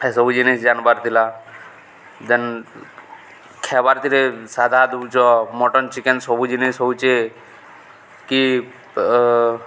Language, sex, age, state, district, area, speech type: Odia, male, 18-30, Odisha, Balangir, urban, spontaneous